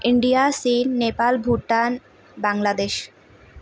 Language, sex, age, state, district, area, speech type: Assamese, female, 18-30, Assam, Kamrup Metropolitan, rural, spontaneous